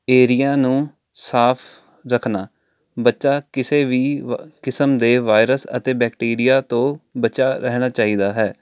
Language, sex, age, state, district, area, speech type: Punjabi, male, 18-30, Punjab, Jalandhar, urban, spontaneous